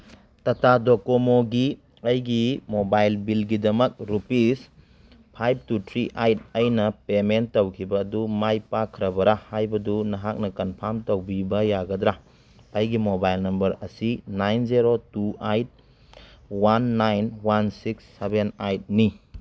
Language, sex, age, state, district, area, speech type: Manipuri, male, 30-45, Manipur, Churachandpur, rural, read